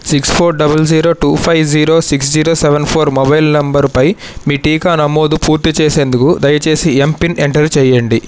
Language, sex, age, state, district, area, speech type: Telugu, male, 30-45, Andhra Pradesh, N T Rama Rao, rural, read